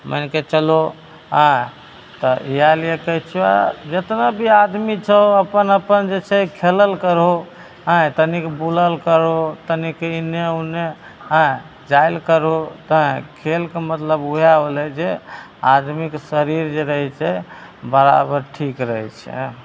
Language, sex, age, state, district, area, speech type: Maithili, male, 30-45, Bihar, Begusarai, urban, spontaneous